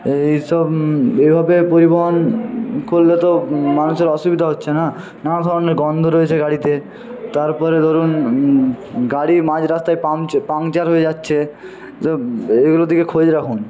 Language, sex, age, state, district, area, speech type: Bengali, male, 45-60, West Bengal, Paschim Medinipur, rural, spontaneous